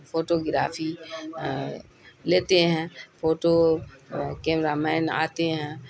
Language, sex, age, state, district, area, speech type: Urdu, female, 60+, Bihar, Khagaria, rural, spontaneous